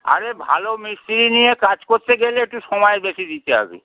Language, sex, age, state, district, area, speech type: Bengali, male, 60+, West Bengal, Darjeeling, rural, conversation